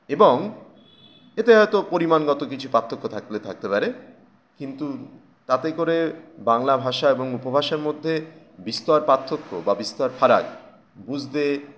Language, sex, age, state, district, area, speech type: Bengali, male, 30-45, West Bengal, Howrah, urban, spontaneous